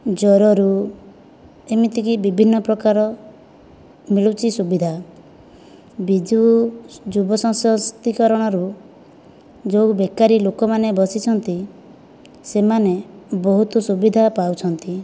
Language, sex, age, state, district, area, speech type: Odia, female, 30-45, Odisha, Kandhamal, rural, spontaneous